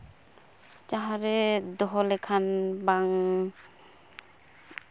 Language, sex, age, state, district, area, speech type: Santali, female, 18-30, West Bengal, Purulia, rural, spontaneous